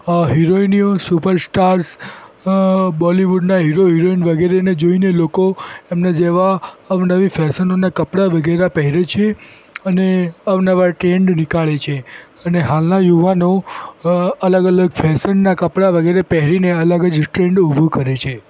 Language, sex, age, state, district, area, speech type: Gujarati, female, 18-30, Gujarat, Ahmedabad, urban, spontaneous